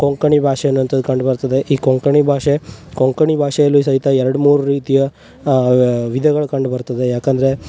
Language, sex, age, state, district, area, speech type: Kannada, male, 18-30, Karnataka, Uttara Kannada, rural, spontaneous